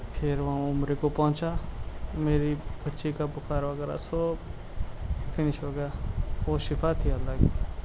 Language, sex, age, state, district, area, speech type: Urdu, male, 30-45, Telangana, Hyderabad, urban, spontaneous